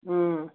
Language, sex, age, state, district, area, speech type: Kashmiri, male, 18-30, Jammu and Kashmir, Ganderbal, rural, conversation